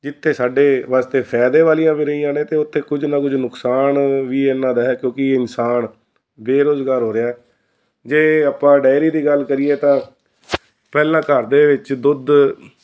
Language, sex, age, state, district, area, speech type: Punjabi, male, 45-60, Punjab, Fazilka, rural, spontaneous